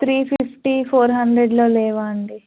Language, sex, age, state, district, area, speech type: Telugu, female, 18-30, Telangana, Narayanpet, rural, conversation